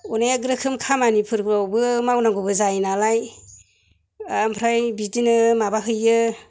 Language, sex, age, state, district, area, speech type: Bodo, female, 45-60, Assam, Chirang, rural, spontaneous